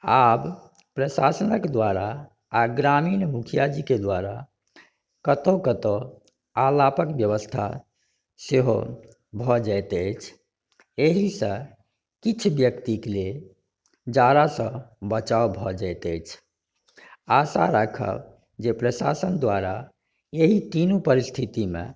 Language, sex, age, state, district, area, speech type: Maithili, male, 45-60, Bihar, Saharsa, rural, spontaneous